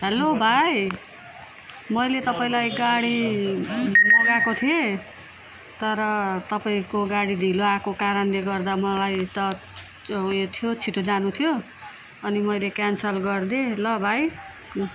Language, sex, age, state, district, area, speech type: Nepali, female, 45-60, West Bengal, Darjeeling, rural, spontaneous